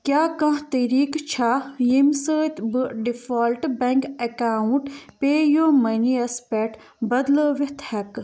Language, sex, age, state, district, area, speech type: Kashmiri, female, 18-30, Jammu and Kashmir, Baramulla, rural, read